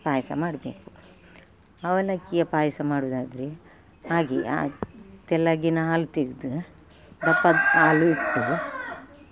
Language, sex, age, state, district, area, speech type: Kannada, female, 45-60, Karnataka, Udupi, rural, spontaneous